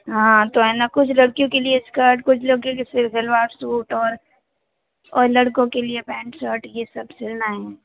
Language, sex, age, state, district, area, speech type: Hindi, female, 30-45, Rajasthan, Jodhpur, urban, conversation